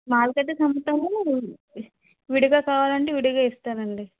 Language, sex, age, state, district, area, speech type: Telugu, female, 30-45, Andhra Pradesh, Vizianagaram, rural, conversation